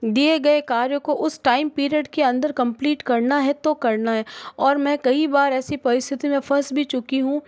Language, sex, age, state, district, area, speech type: Hindi, female, 18-30, Rajasthan, Jodhpur, urban, spontaneous